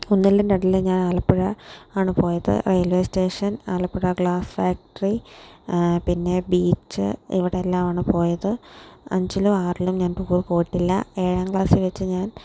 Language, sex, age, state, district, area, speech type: Malayalam, female, 18-30, Kerala, Alappuzha, rural, spontaneous